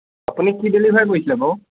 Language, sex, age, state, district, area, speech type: Assamese, male, 60+, Assam, Kamrup Metropolitan, urban, conversation